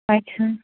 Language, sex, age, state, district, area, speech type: Marathi, female, 18-30, Maharashtra, Ratnagiri, urban, conversation